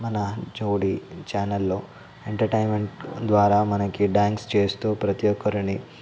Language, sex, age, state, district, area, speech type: Telugu, male, 18-30, Telangana, Ranga Reddy, urban, spontaneous